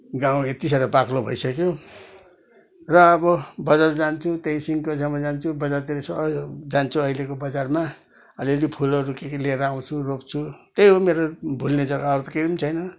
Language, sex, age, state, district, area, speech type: Nepali, male, 60+, West Bengal, Kalimpong, rural, spontaneous